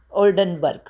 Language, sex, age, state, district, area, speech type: Marathi, female, 60+, Maharashtra, Nashik, urban, spontaneous